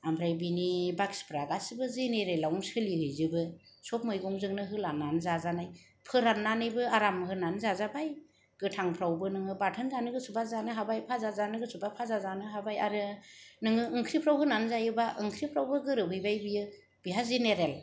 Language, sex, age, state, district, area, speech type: Bodo, female, 30-45, Assam, Kokrajhar, rural, spontaneous